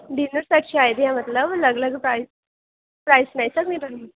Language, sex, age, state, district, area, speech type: Dogri, female, 18-30, Jammu and Kashmir, Kathua, rural, conversation